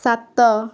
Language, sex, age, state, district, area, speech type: Odia, female, 18-30, Odisha, Kendrapara, urban, read